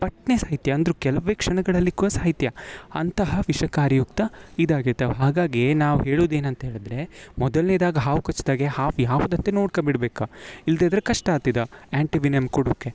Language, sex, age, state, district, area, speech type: Kannada, male, 18-30, Karnataka, Uttara Kannada, rural, spontaneous